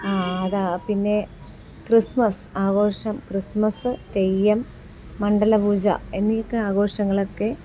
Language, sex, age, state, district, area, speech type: Malayalam, female, 30-45, Kerala, Thiruvananthapuram, urban, spontaneous